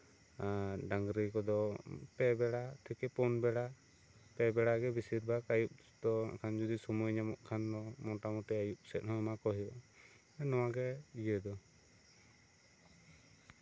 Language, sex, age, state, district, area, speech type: Santali, male, 18-30, West Bengal, Bankura, rural, spontaneous